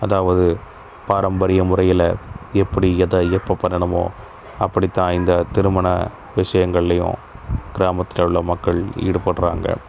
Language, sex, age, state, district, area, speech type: Tamil, male, 30-45, Tamil Nadu, Pudukkottai, rural, spontaneous